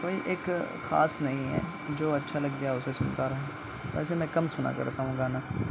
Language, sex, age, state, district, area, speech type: Urdu, male, 18-30, Bihar, Purnia, rural, spontaneous